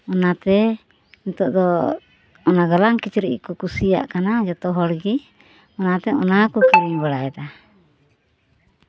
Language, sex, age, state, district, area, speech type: Santali, female, 45-60, West Bengal, Uttar Dinajpur, rural, spontaneous